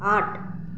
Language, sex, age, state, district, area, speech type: Odia, female, 45-60, Odisha, Balangir, urban, read